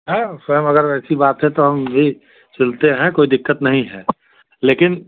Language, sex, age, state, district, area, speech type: Hindi, male, 30-45, Uttar Pradesh, Chandauli, urban, conversation